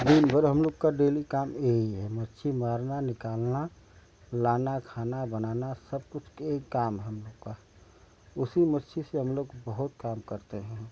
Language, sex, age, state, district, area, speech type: Hindi, male, 45-60, Uttar Pradesh, Ghazipur, rural, spontaneous